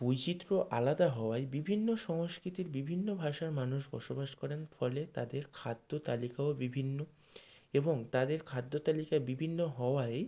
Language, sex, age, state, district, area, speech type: Bengali, male, 30-45, West Bengal, Howrah, urban, spontaneous